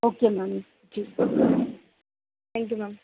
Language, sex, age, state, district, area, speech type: Hindi, female, 18-30, Madhya Pradesh, Chhindwara, urban, conversation